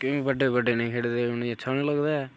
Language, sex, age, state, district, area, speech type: Dogri, male, 30-45, Jammu and Kashmir, Udhampur, rural, spontaneous